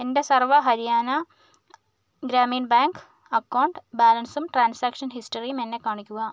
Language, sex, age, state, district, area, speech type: Malayalam, female, 60+, Kerala, Kozhikode, urban, read